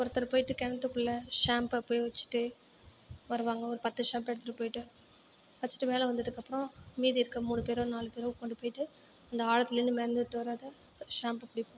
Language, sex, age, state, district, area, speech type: Tamil, female, 30-45, Tamil Nadu, Ariyalur, rural, spontaneous